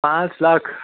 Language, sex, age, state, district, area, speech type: Gujarati, male, 30-45, Gujarat, Surat, urban, conversation